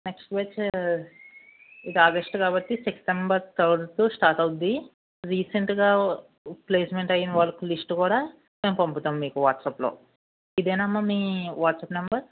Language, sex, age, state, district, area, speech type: Telugu, male, 60+, Andhra Pradesh, West Godavari, rural, conversation